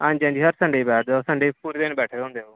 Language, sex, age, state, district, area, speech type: Dogri, male, 18-30, Jammu and Kashmir, Samba, urban, conversation